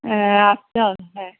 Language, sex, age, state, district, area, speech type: Bengali, female, 60+, West Bengal, Darjeeling, rural, conversation